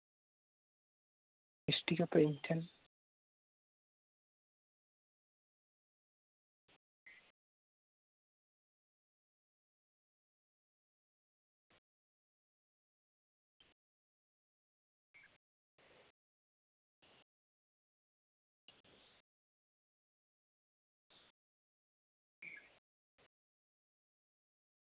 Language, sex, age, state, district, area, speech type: Santali, female, 18-30, West Bengal, Jhargram, rural, conversation